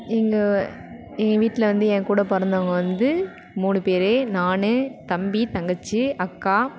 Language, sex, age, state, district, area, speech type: Tamil, female, 18-30, Tamil Nadu, Thanjavur, rural, spontaneous